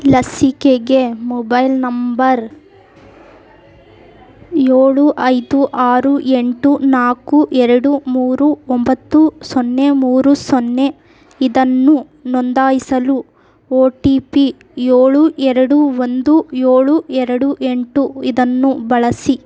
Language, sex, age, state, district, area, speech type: Kannada, female, 18-30, Karnataka, Davanagere, rural, read